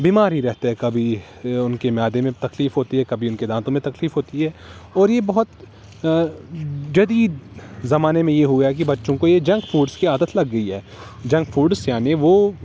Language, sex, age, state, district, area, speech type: Urdu, male, 18-30, Jammu and Kashmir, Srinagar, urban, spontaneous